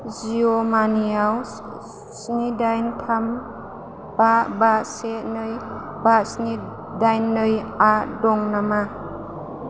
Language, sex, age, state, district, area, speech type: Bodo, female, 30-45, Assam, Chirang, urban, read